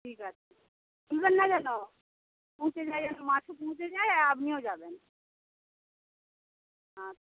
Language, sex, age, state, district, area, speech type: Bengali, female, 60+, West Bengal, Paschim Medinipur, rural, conversation